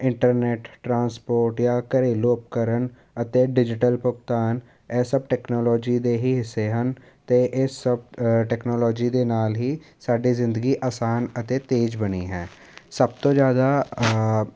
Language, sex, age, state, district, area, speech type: Punjabi, male, 18-30, Punjab, Jalandhar, urban, spontaneous